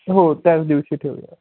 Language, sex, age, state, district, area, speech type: Marathi, male, 18-30, Maharashtra, Osmanabad, rural, conversation